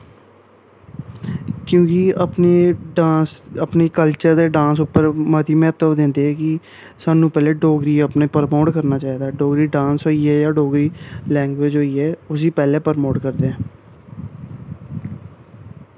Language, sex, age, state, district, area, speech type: Dogri, male, 18-30, Jammu and Kashmir, Samba, rural, spontaneous